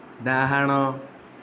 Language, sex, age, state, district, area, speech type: Odia, male, 18-30, Odisha, Nayagarh, rural, read